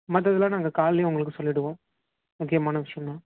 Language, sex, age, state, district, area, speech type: Tamil, female, 18-30, Tamil Nadu, Tiruvarur, rural, conversation